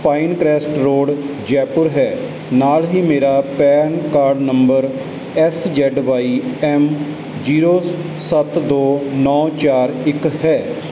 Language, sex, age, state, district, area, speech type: Punjabi, male, 30-45, Punjab, Barnala, rural, read